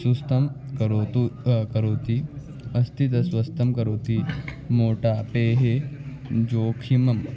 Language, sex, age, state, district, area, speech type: Sanskrit, male, 18-30, Maharashtra, Nagpur, urban, spontaneous